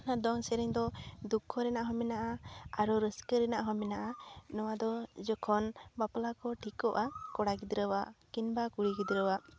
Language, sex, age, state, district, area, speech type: Santali, female, 18-30, West Bengal, Purulia, rural, spontaneous